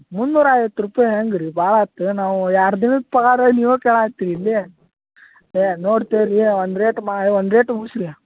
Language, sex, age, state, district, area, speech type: Kannada, male, 30-45, Karnataka, Gadag, rural, conversation